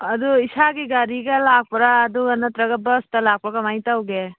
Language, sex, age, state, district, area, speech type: Manipuri, female, 45-60, Manipur, Churachandpur, urban, conversation